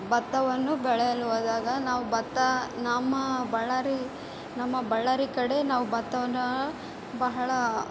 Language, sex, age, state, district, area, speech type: Kannada, female, 18-30, Karnataka, Bellary, urban, spontaneous